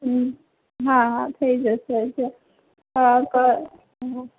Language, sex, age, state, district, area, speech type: Gujarati, female, 30-45, Gujarat, Morbi, urban, conversation